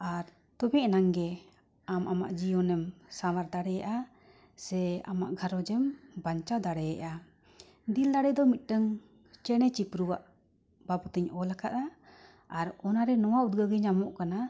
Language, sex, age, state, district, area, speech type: Santali, female, 45-60, Jharkhand, Bokaro, rural, spontaneous